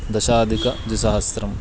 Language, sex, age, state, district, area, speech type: Sanskrit, male, 18-30, Karnataka, Uttara Kannada, rural, spontaneous